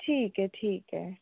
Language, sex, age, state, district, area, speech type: Dogri, female, 18-30, Jammu and Kashmir, Udhampur, rural, conversation